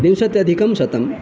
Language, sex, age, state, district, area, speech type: Sanskrit, male, 60+, Odisha, Balasore, urban, spontaneous